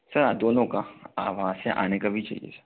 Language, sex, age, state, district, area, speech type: Hindi, male, 18-30, Madhya Pradesh, Bhopal, urban, conversation